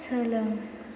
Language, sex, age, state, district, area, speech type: Bodo, female, 18-30, Assam, Chirang, rural, read